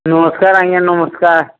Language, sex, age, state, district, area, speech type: Odia, male, 45-60, Odisha, Nuapada, urban, conversation